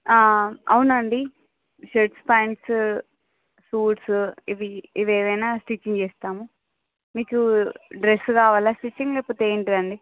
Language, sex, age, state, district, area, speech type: Telugu, female, 60+, Andhra Pradesh, Visakhapatnam, urban, conversation